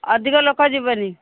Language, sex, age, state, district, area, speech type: Odia, female, 60+, Odisha, Angul, rural, conversation